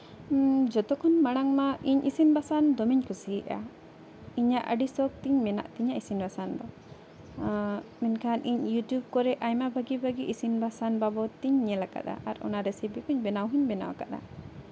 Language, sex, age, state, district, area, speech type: Santali, female, 18-30, Jharkhand, Seraikela Kharsawan, rural, spontaneous